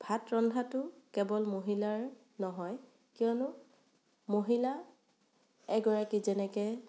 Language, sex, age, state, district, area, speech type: Assamese, female, 18-30, Assam, Morigaon, rural, spontaneous